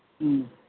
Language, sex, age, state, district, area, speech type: Tamil, female, 60+, Tamil Nadu, Ariyalur, rural, conversation